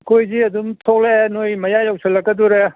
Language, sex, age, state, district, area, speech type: Manipuri, male, 60+, Manipur, Imphal West, urban, conversation